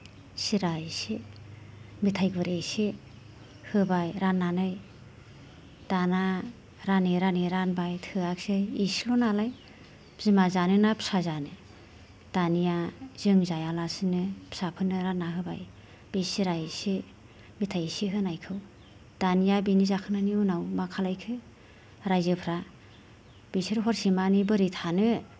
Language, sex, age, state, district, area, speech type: Bodo, female, 45-60, Assam, Kokrajhar, urban, spontaneous